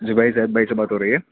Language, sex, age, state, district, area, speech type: Urdu, male, 18-30, Uttar Pradesh, Rampur, urban, conversation